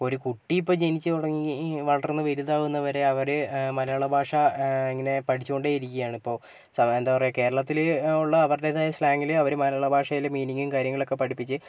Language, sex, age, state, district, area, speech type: Malayalam, male, 30-45, Kerala, Wayanad, rural, spontaneous